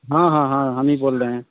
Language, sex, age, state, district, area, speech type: Hindi, male, 18-30, Bihar, Begusarai, rural, conversation